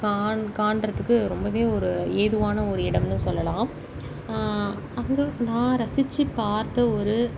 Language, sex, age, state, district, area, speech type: Tamil, female, 30-45, Tamil Nadu, Chennai, urban, spontaneous